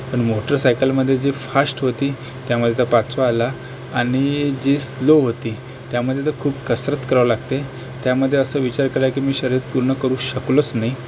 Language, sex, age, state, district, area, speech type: Marathi, male, 30-45, Maharashtra, Akola, rural, spontaneous